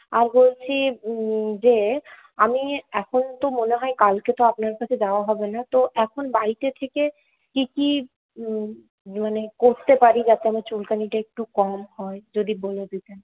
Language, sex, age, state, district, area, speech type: Bengali, female, 18-30, West Bengal, Purulia, urban, conversation